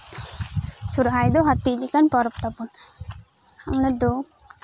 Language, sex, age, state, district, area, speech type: Santali, female, 18-30, West Bengal, Birbhum, rural, spontaneous